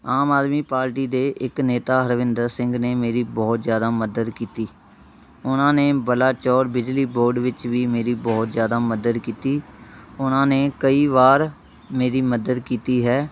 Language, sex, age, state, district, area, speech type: Punjabi, male, 18-30, Punjab, Shaheed Bhagat Singh Nagar, rural, spontaneous